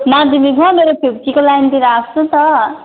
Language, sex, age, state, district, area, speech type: Nepali, female, 18-30, West Bengal, Darjeeling, rural, conversation